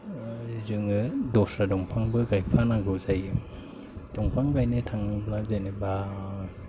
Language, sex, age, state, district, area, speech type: Bodo, male, 30-45, Assam, Chirang, urban, spontaneous